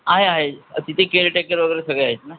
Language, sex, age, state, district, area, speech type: Marathi, male, 45-60, Maharashtra, Thane, rural, conversation